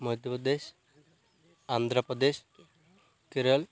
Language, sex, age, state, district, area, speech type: Odia, male, 18-30, Odisha, Malkangiri, urban, spontaneous